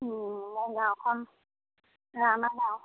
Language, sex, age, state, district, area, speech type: Assamese, female, 30-45, Assam, Majuli, urban, conversation